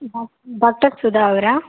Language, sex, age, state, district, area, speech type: Kannada, female, 18-30, Karnataka, Hassan, rural, conversation